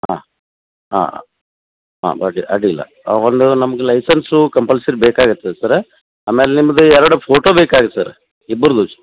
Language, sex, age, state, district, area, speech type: Kannada, male, 45-60, Karnataka, Dharwad, urban, conversation